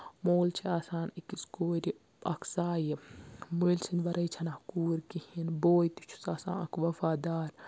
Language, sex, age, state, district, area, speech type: Kashmiri, female, 18-30, Jammu and Kashmir, Baramulla, rural, spontaneous